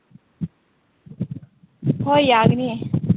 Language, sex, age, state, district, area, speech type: Manipuri, female, 18-30, Manipur, Chandel, rural, conversation